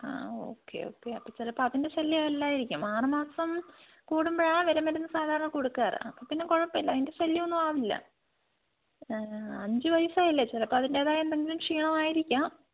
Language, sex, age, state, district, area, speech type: Malayalam, female, 18-30, Kerala, Idukki, rural, conversation